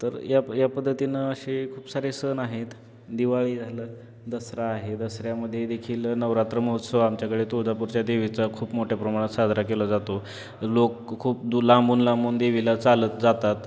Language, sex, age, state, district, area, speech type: Marathi, male, 18-30, Maharashtra, Osmanabad, rural, spontaneous